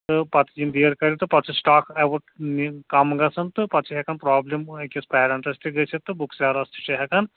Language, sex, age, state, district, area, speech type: Kashmiri, male, 30-45, Jammu and Kashmir, Anantnag, rural, conversation